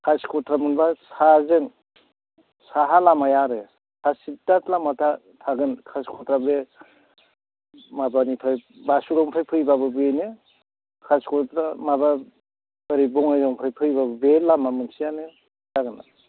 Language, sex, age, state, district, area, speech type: Bodo, male, 60+, Assam, Chirang, rural, conversation